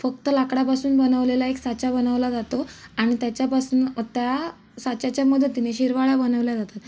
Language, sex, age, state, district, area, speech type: Marathi, female, 18-30, Maharashtra, Sindhudurg, rural, spontaneous